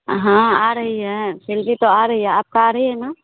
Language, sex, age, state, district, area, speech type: Hindi, female, 18-30, Bihar, Madhepura, rural, conversation